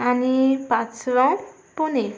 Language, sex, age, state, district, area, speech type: Marathi, female, 18-30, Maharashtra, Amravati, urban, spontaneous